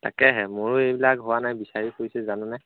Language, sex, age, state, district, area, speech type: Assamese, male, 18-30, Assam, Majuli, urban, conversation